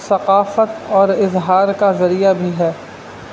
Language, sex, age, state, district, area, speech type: Urdu, male, 30-45, Uttar Pradesh, Rampur, urban, spontaneous